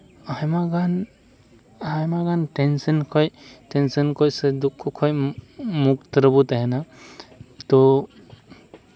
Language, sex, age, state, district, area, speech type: Santali, male, 18-30, West Bengal, Purba Bardhaman, rural, spontaneous